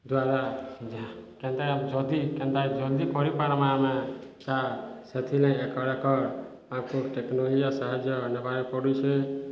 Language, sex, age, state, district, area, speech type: Odia, male, 30-45, Odisha, Balangir, urban, spontaneous